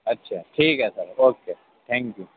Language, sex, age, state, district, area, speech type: Urdu, male, 18-30, Delhi, East Delhi, urban, conversation